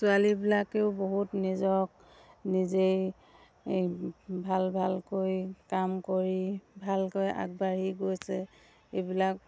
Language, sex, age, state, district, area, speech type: Assamese, female, 60+, Assam, Dibrugarh, rural, spontaneous